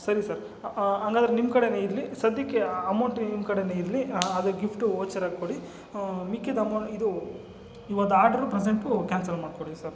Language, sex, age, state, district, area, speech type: Kannada, male, 60+, Karnataka, Kolar, rural, spontaneous